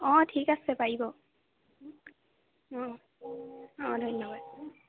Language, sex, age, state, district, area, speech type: Assamese, female, 18-30, Assam, Sivasagar, urban, conversation